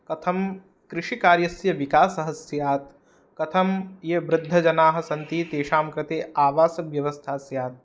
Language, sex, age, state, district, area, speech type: Sanskrit, male, 18-30, Odisha, Puri, rural, spontaneous